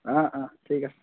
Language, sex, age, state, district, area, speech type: Assamese, male, 30-45, Assam, Biswanath, rural, conversation